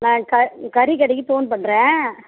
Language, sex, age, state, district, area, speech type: Tamil, female, 60+, Tamil Nadu, Tiruvannamalai, rural, conversation